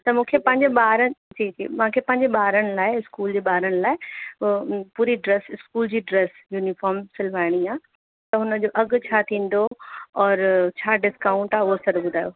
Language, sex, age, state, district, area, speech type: Sindhi, female, 30-45, Uttar Pradesh, Lucknow, urban, conversation